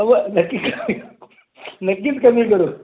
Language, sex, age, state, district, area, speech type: Marathi, male, 45-60, Maharashtra, Raigad, rural, conversation